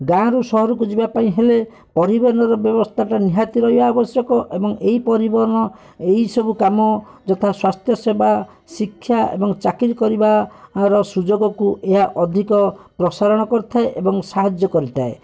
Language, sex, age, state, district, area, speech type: Odia, male, 45-60, Odisha, Bhadrak, rural, spontaneous